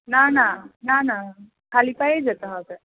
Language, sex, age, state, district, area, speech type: Bengali, female, 18-30, West Bengal, Howrah, urban, conversation